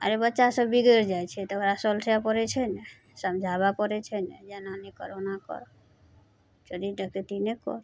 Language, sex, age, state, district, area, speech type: Maithili, female, 45-60, Bihar, Araria, rural, spontaneous